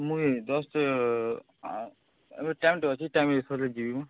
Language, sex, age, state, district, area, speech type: Odia, male, 18-30, Odisha, Balangir, urban, conversation